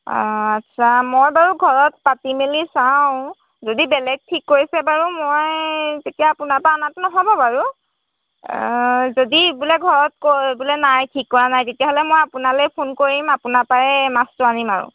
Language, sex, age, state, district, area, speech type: Assamese, female, 18-30, Assam, Golaghat, rural, conversation